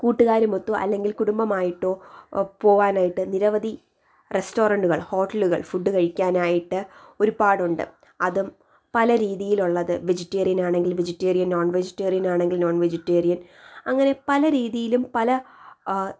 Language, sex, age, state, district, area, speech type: Malayalam, female, 18-30, Kerala, Thiruvananthapuram, urban, spontaneous